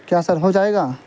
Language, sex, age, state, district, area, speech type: Urdu, male, 18-30, Bihar, Saharsa, rural, spontaneous